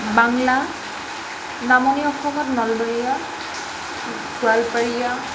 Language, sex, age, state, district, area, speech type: Assamese, female, 18-30, Assam, Jorhat, urban, spontaneous